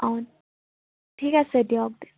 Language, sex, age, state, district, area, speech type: Assamese, female, 18-30, Assam, Sivasagar, rural, conversation